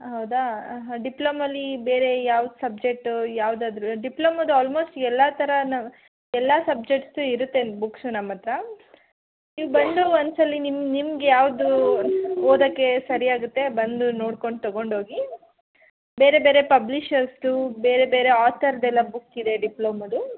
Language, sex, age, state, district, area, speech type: Kannada, female, 18-30, Karnataka, Hassan, rural, conversation